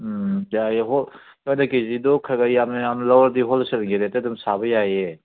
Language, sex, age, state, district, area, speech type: Manipuri, male, 60+, Manipur, Kangpokpi, urban, conversation